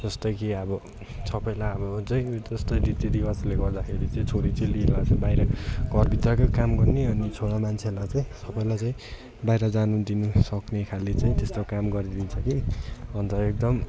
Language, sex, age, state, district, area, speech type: Nepali, male, 18-30, West Bengal, Darjeeling, rural, spontaneous